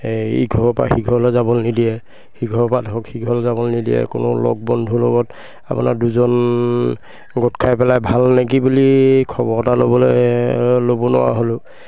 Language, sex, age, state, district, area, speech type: Assamese, male, 30-45, Assam, Majuli, urban, spontaneous